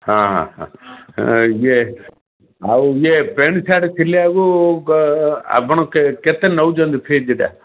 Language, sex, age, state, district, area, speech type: Odia, male, 60+, Odisha, Gajapati, rural, conversation